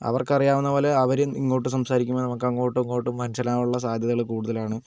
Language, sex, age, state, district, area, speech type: Malayalam, male, 45-60, Kerala, Wayanad, rural, spontaneous